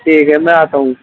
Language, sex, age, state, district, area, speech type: Urdu, male, 30-45, Uttar Pradesh, Muzaffarnagar, urban, conversation